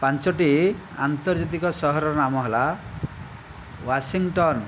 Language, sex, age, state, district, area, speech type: Odia, male, 60+, Odisha, Kandhamal, rural, spontaneous